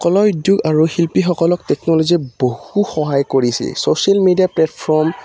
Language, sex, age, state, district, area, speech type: Assamese, male, 18-30, Assam, Udalguri, rural, spontaneous